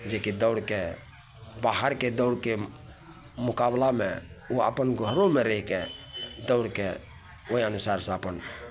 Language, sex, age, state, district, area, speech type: Maithili, male, 45-60, Bihar, Araria, rural, spontaneous